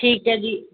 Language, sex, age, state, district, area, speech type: Punjabi, female, 18-30, Punjab, Moga, rural, conversation